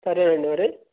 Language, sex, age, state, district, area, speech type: Telugu, male, 18-30, Andhra Pradesh, Guntur, urban, conversation